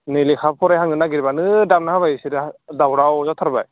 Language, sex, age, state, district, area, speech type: Bodo, male, 18-30, Assam, Udalguri, urban, conversation